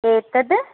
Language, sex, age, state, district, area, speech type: Sanskrit, female, 30-45, Tamil Nadu, Coimbatore, rural, conversation